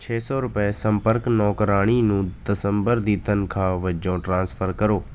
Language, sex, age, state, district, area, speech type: Punjabi, male, 18-30, Punjab, Ludhiana, rural, read